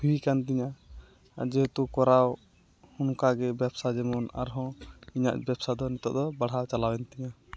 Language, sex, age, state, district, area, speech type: Santali, male, 18-30, West Bengal, Uttar Dinajpur, rural, spontaneous